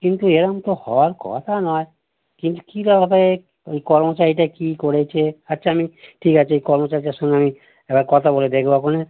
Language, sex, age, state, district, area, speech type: Bengali, male, 60+, West Bengal, North 24 Parganas, urban, conversation